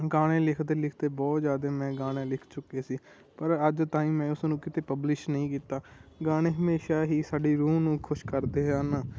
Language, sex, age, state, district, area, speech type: Punjabi, male, 18-30, Punjab, Muktsar, rural, spontaneous